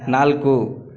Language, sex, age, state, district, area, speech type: Kannada, male, 30-45, Karnataka, Mandya, rural, read